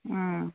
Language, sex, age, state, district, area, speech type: Manipuri, female, 45-60, Manipur, Imphal East, rural, conversation